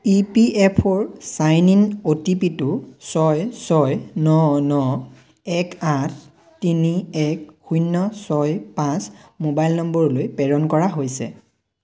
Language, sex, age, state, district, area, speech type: Assamese, male, 18-30, Assam, Dhemaji, rural, read